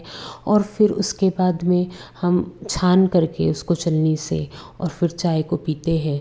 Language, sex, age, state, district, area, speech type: Hindi, female, 45-60, Madhya Pradesh, Betul, urban, spontaneous